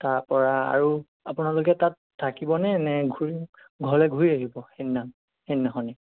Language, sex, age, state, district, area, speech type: Assamese, male, 18-30, Assam, Lakhimpur, rural, conversation